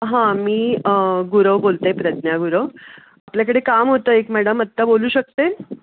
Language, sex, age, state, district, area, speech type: Marathi, female, 60+, Maharashtra, Pune, urban, conversation